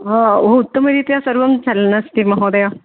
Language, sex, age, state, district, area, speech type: Sanskrit, female, 30-45, Tamil Nadu, Chennai, urban, conversation